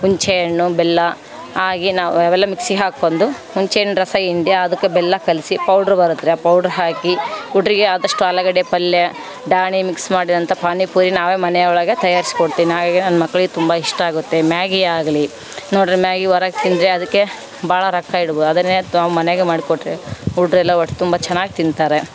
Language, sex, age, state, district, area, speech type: Kannada, female, 30-45, Karnataka, Vijayanagara, rural, spontaneous